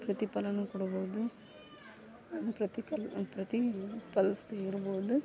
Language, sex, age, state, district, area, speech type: Kannada, female, 18-30, Karnataka, Koppal, rural, spontaneous